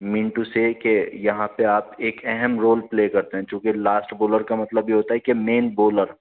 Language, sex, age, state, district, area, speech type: Urdu, male, 45-60, Delhi, South Delhi, urban, conversation